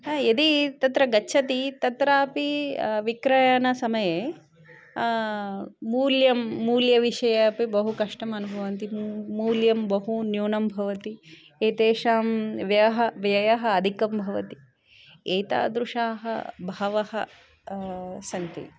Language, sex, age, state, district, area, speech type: Sanskrit, female, 30-45, Telangana, Karimnagar, urban, spontaneous